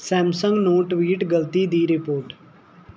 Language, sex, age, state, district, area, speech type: Punjabi, male, 18-30, Punjab, Mohali, urban, read